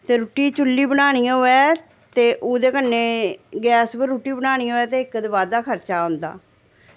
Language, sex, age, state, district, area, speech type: Dogri, female, 45-60, Jammu and Kashmir, Samba, urban, spontaneous